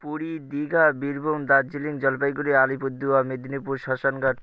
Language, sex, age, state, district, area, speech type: Bengali, male, 18-30, West Bengal, Birbhum, urban, spontaneous